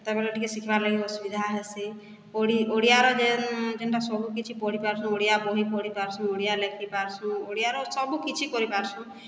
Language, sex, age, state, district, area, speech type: Odia, female, 45-60, Odisha, Boudh, rural, spontaneous